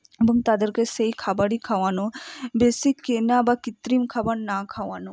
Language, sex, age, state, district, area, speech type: Bengali, female, 60+, West Bengal, Purba Bardhaman, urban, spontaneous